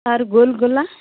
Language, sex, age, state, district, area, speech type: Santali, female, 18-30, West Bengal, Jhargram, rural, conversation